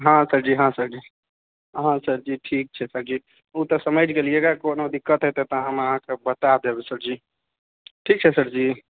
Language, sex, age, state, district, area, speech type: Maithili, male, 30-45, Bihar, Purnia, rural, conversation